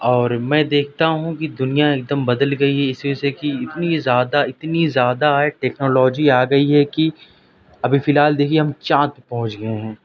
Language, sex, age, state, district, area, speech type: Urdu, male, 18-30, Delhi, South Delhi, urban, spontaneous